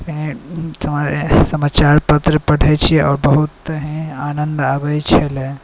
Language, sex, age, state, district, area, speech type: Maithili, male, 18-30, Bihar, Saharsa, rural, spontaneous